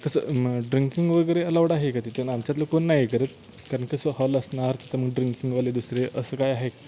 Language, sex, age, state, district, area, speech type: Marathi, male, 18-30, Maharashtra, Satara, rural, spontaneous